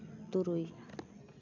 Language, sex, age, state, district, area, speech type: Santali, female, 45-60, West Bengal, Paschim Bardhaman, urban, spontaneous